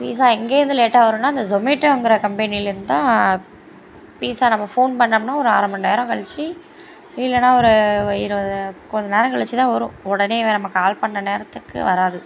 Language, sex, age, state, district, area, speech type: Tamil, female, 30-45, Tamil Nadu, Thanjavur, urban, spontaneous